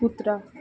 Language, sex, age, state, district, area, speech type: Marathi, female, 18-30, Maharashtra, Thane, urban, read